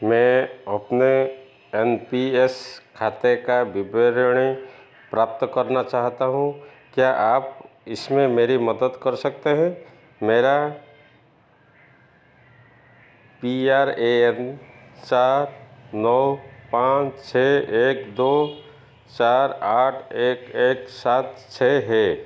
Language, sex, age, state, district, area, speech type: Hindi, male, 45-60, Madhya Pradesh, Chhindwara, rural, read